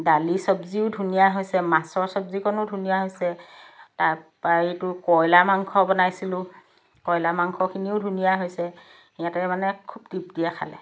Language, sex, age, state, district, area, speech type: Assamese, female, 60+, Assam, Lakhimpur, urban, spontaneous